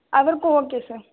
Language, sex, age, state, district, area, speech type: Tamil, female, 18-30, Tamil Nadu, Vellore, urban, conversation